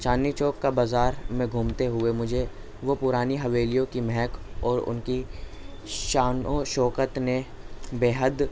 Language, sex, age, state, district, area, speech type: Urdu, male, 18-30, Delhi, East Delhi, rural, spontaneous